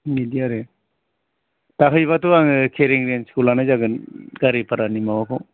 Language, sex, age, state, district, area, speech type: Bodo, male, 45-60, Assam, Chirang, urban, conversation